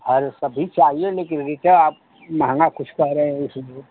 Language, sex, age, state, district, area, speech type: Hindi, male, 60+, Uttar Pradesh, Mau, urban, conversation